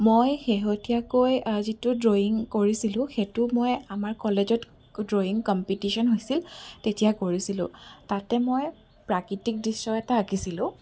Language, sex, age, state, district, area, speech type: Assamese, female, 18-30, Assam, Biswanath, rural, spontaneous